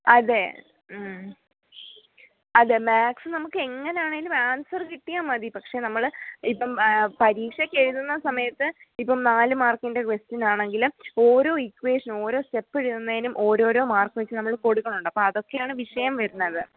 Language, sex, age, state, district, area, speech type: Malayalam, male, 45-60, Kerala, Pathanamthitta, rural, conversation